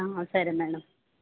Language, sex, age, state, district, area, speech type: Telugu, female, 45-60, Andhra Pradesh, Konaseema, urban, conversation